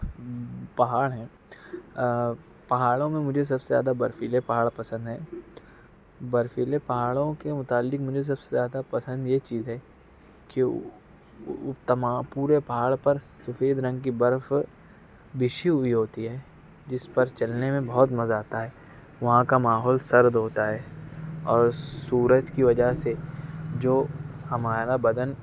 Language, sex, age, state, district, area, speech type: Urdu, male, 60+, Maharashtra, Nashik, urban, spontaneous